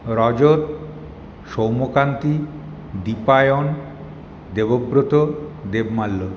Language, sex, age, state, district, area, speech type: Bengali, male, 60+, West Bengal, Paschim Bardhaman, urban, spontaneous